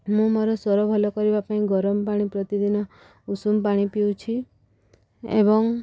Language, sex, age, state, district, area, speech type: Odia, female, 18-30, Odisha, Subarnapur, urban, spontaneous